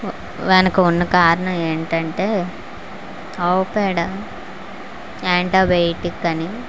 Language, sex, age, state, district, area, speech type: Telugu, female, 30-45, Andhra Pradesh, Vizianagaram, rural, spontaneous